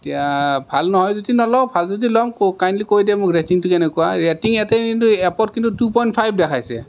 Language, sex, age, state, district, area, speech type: Assamese, male, 30-45, Assam, Kamrup Metropolitan, urban, spontaneous